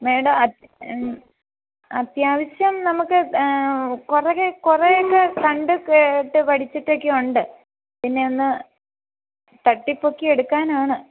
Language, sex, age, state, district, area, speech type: Malayalam, female, 30-45, Kerala, Idukki, rural, conversation